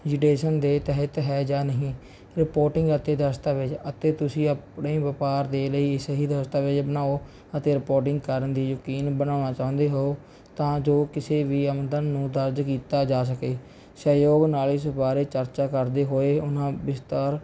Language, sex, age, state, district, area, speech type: Punjabi, male, 30-45, Punjab, Barnala, rural, spontaneous